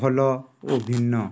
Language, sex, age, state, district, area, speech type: Odia, male, 30-45, Odisha, Nuapada, urban, spontaneous